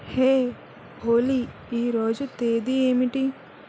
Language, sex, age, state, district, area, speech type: Telugu, female, 18-30, Andhra Pradesh, Kakinada, urban, read